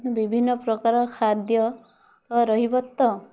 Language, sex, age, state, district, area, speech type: Odia, female, 18-30, Odisha, Mayurbhanj, rural, spontaneous